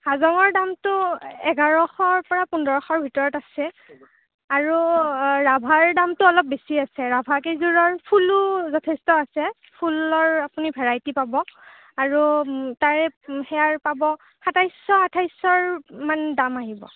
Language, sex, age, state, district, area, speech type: Assamese, female, 30-45, Assam, Kamrup Metropolitan, urban, conversation